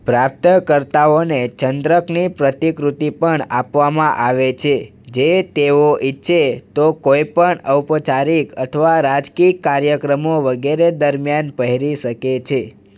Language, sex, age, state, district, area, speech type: Gujarati, male, 18-30, Gujarat, Surat, rural, read